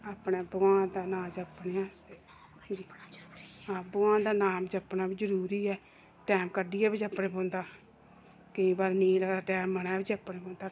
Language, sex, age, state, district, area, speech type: Dogri, female, 30-45, Jammu and Kashmir, Samba, urban, spontaneous